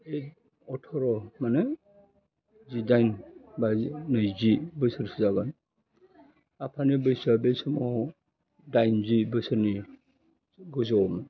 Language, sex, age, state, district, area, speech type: Bodo, male, 60+, Assam, Udalguri, urban, spontaneous